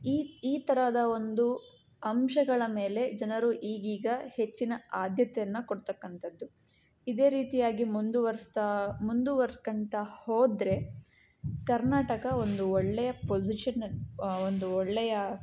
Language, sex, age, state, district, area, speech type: Kannada, female, 18-30, Karnataka, Chitradurga, urban, spontaneous